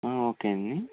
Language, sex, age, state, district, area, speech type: Telugu, male, 18-30, Andhra Pradesh, Eluru, urban, conversation